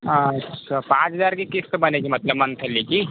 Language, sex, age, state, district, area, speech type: Hindi, male, 60+, Madhya Pradesh, Balaghat, rural, conversation